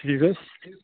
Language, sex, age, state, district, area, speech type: Kashmiri, male, 18-30, Jammu and Kashmir, Bandipora, rural, conversation